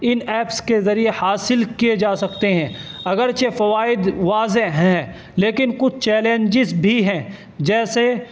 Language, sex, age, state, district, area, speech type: Urdu, male, 18-30, Uttar Pradesh, Saharanpur, urban, spontaneous